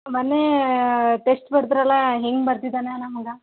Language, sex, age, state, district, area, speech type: Kannada, female, 18-30, Karnataka, Gulbarga, rural, conversation